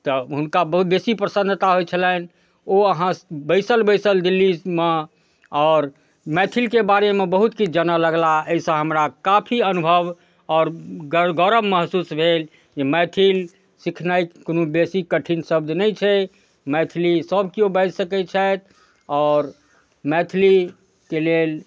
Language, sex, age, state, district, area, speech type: Maithili, male, 45-60, Bihar, Darbhanga, rural, spontaneous